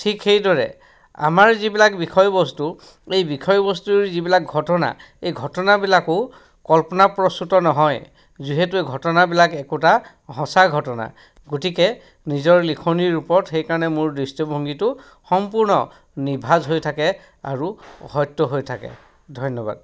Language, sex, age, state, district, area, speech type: Assamese, male, 45-60, Assam, Dhemaji, rural, spontaneous